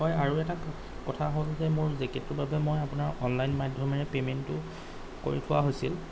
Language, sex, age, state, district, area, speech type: Assamese, male, 30-45, Assam, Golaghat, urban, spontaneous